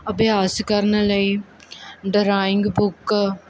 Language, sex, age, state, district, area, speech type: Punjabi, female, 18-30, Punjab, Muktsar, rural, spontaneous